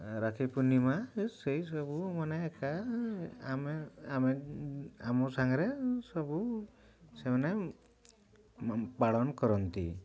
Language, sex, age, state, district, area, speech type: Odia, male, 30-45, Odisha, Mayurbhanj, rural, spontaneous